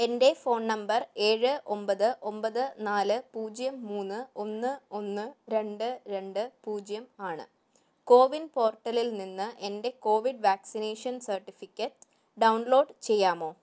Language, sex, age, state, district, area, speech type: Malayalam, female, 18-30, Kerala, Thiruvananthapuram, urban, read